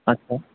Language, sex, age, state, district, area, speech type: Sindhi, male, 18-30, Maharashtra, Thane, urban, conversation